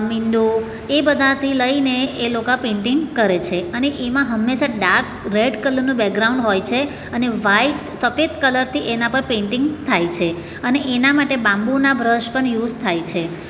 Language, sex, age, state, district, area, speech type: Gujarati, female, 45-60, Gujarat, Surat, urban, spontaneous